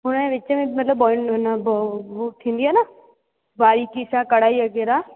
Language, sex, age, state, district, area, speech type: Sindhi, female, 18-30, Rajasthan, Ajmer, urban, conversation